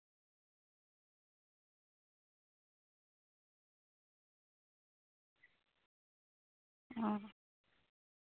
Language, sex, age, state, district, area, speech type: Santali, female, 18-30, West Bengal, Malda, rural, conversation